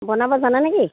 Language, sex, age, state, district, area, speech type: Assamese, female, 30-45, Assam, Charaideo, rural, conversation